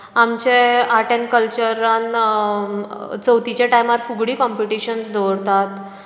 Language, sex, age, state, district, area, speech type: Goan Konkani, female, 30-45, Goa, Bardez, urban, spontaneous